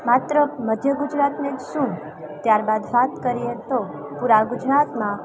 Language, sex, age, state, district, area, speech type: Gujarati, female, 18-30, Gujarat, Junagadh, rural, spontaneous